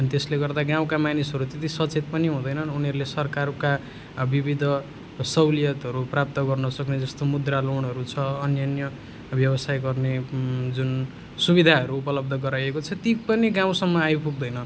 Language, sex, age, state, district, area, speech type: Nepali, male, 30-45, West Bengal, Darjeeling, rural, spontaneous